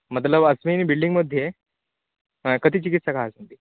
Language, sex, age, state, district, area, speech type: Sanskrit, male, 18-30, West Bengal, Paschim Medinipur, rural, conversation